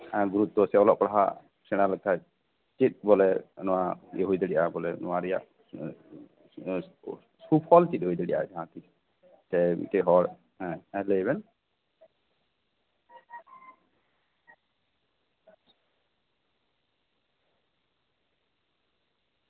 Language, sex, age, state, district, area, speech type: Santali, male, 30-45, West Bengal, Birbhum, rural, conversation